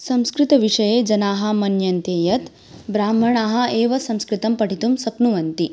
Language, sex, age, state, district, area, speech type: Sanskrit, female, 18-30, Manipur, Kangpokpi, rural, spontaneous